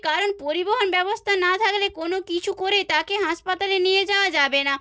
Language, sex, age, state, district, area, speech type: Bengali, female, 30-45, West Bengal, Nadia, rural, spontaneous